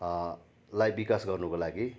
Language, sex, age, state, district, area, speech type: Nepali, male, 18-30, West Bengal, Darjeeling, rural, spontaneous